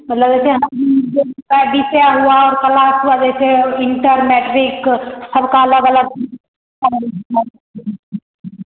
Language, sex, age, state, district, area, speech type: Hindi, female, 18-30, Bihar, Begusarai, urban, conversation